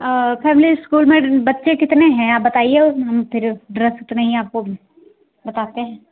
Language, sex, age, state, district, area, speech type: Hindi, female, 45-60, Uttar Pradesh, Hardoi, rural, conversation